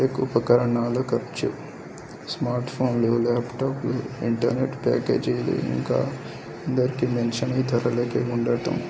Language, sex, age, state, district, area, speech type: Telugu, male, 18-30, Telangana, Medak, rural, spontaneous